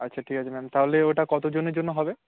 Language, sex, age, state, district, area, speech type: Bengali, male, 18-30, West Bengal, Paschim Medinipur, rural, conversation